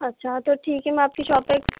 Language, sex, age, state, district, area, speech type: Urdu, female, 30-45, Uttar Pradesh, Gautam Buddha Nagar, urban, conversation